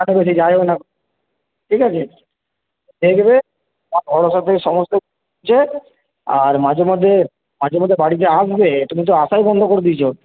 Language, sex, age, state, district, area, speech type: Bengali, male, 30-45, West Bengal, Purba Bardhaman, urban, conversation